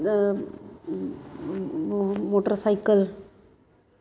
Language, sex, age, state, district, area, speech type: Punjabi, female, 30-45, Punjab, Ludhiana, urban, spontaneous